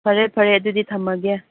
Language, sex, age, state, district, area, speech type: Manipuri, female, 30-45, Manipur, Chandel, rural, conversation